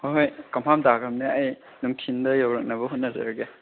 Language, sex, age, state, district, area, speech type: Manipuri, male, 18-30, Manipur, Chandel, rural, conversation